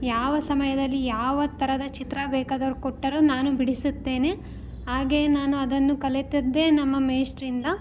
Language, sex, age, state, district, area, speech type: Kannada, female, 18-30, Karnataka, Davanagere, rural, spontaneous